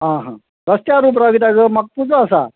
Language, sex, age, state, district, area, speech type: Goan Konkani, male, 60+, Goa, Quepem, rural, conversation